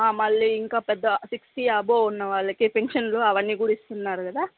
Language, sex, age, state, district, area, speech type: Telugu, female, 18-30, Andhra Pradesh, Sri Balaji, rural, conversation